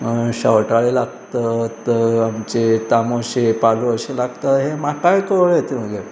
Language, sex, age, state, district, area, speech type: Goan Konkani, male, 45-60, Goa, Pernem, rural, spontaneous